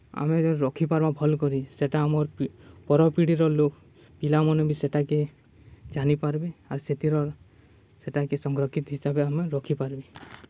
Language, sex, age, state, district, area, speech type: Odia, male, 18-30, Odisha, Balangir, urban, spontaneous